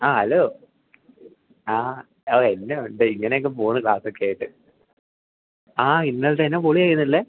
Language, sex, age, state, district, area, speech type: Malayalam, male, 18-30, Kerala, Idukki, rural, conversation